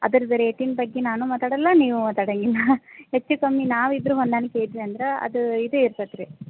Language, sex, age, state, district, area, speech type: Kannada, female, 30-45, Karnataka, Gadag, rural, conversation